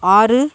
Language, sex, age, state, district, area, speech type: Tamil, female, 30-45, Tamil Nadu, Dharmapuri, rural, read